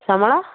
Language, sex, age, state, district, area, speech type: Odia, female, 30-45, Odisha, Kendujhar, urban, conversation